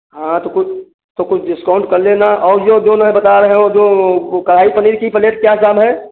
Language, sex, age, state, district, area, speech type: Hindi, male, 30-45, Uttar Pradesh, Hardoi, rural, conversation